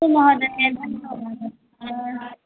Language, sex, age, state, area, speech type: Sanskrit, female, 18-30, Assam, rural, conversation